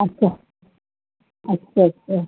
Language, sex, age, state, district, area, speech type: Urdu, female, 60+, Uttar Pradesh, Rampur, urban, conversation